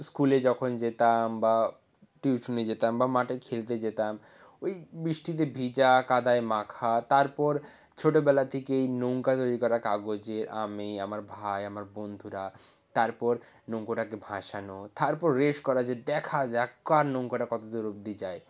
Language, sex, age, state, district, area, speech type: Bengali, male, 60+, West Bengal, Nadia, rural, spontaneous